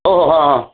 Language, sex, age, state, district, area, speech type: Sanskrit, male, 45-60, Karnataka, Uttara Kannada, rural, conversation